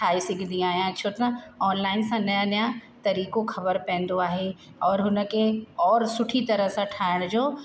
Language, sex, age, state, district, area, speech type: Sindhi, female, 45-60, Uttar Pradesh, Lucknow, rural, spontaneous